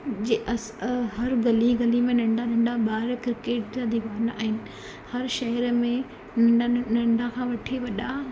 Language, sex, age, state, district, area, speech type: Sindhi, female, 18-30, Gujarat, Surat, urban, spontaneous